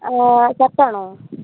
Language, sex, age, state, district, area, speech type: Malayalam, female, 18-30, Kerala, Wayanad, rural, conversation